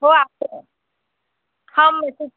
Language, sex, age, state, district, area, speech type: Odia, female, 18-30, Odisha, Ganjam, urban, conversation